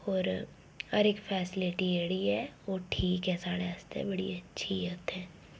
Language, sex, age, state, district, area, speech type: Dogri, female, 18-30, Jammu and Kashmir, Udhampur, rural, spontaneous